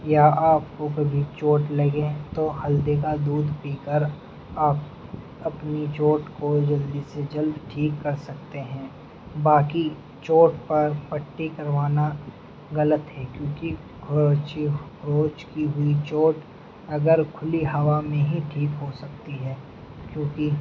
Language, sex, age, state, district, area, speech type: Urdu, male, 18-30, Uttar Pradesh, Muzaffarnagar, rural, spontaneous